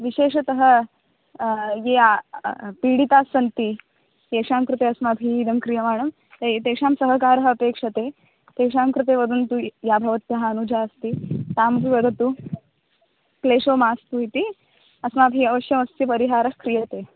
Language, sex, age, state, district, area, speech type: Sanskrit, female, 18-30, Maharashtra, Thane, urban, conversation